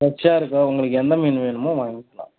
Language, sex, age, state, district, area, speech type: Tamil, male, 30-45, Tamil Nadu, Kallakurichi, urban, conversation